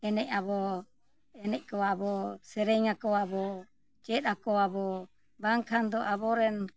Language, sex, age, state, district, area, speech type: Santali, female, 60+, Jharkhand, Bokaro, rural, spontaneous